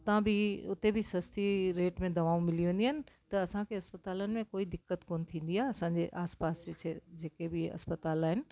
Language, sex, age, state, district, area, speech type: Sindhi, female, 60+, Delhi, South Delhi, urban, spontaneous